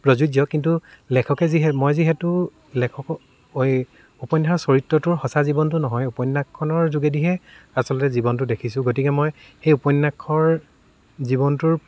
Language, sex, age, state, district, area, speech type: Assamese, male, 18-30, Assam, Dibrugarh, rural, spontaneous